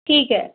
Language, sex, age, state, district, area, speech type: Punjabi, female, 18-30, Punjab, Fazilka, rural, conversation